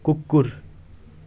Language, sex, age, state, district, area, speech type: Nepali, male, 30-45, West Bengal, Darjeeling, rural, read